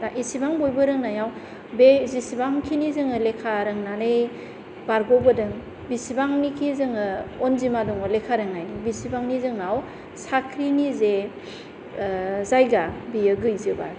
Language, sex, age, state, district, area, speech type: Bodo, female, 45-60, Assam, Kokrajhar, urban, spontaneous